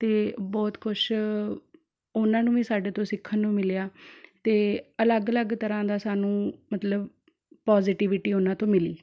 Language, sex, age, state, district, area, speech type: Punjabi, female, 18-30, Punjab, Shaheed Bhagat Singh Nagar, rural, spontaneous